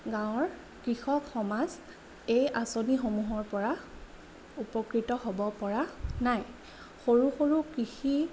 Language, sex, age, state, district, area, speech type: Assamese, female, 30-45, Assam, Lakhimpur, rural, spontaneous